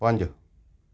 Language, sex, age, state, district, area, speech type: Punjabi, male, 45-60, Punjab, Gurdaspur, urban, read